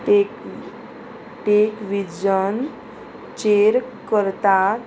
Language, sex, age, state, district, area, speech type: Goan Konkani, female, 30-45, Goa, Murmgao, urban, read